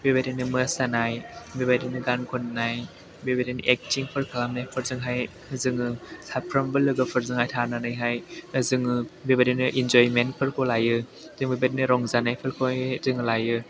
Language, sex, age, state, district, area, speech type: Bodo, male, 18-30, Assam, Chirang, rural, spontaneous